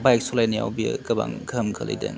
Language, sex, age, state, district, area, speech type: Bodo, male, 30-45, Assam, Udalguri, urban, spontaneous